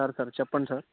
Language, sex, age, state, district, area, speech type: Telugu, male, 18-30, Andhra Pradesh, Bapatla, urban, conversation